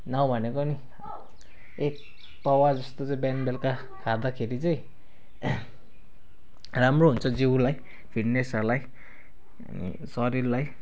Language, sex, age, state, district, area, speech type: Nepali, male, 18-30, West Bengal, Kalimpong, rural, spontaneous